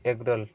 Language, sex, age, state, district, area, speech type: Bengali, male, 30-45, West Bengal, Birbhum, urban, spontaneous